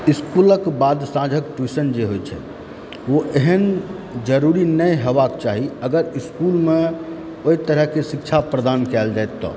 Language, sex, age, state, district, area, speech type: Maithili, male, 18-30, Bihar, Supaul, rural, spontaneous